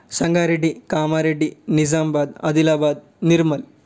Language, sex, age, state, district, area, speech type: Telugu, male, 18-30, Telangana, Medak, rural, spontaneous